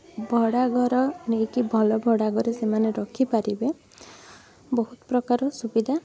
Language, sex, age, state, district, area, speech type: Odia, female, 18-30, Odisha, Puri, urban, spontaneous